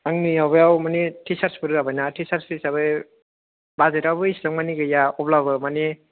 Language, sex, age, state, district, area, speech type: Bodo, male, 18-30, Assam, Kokrajhar, rural, conversation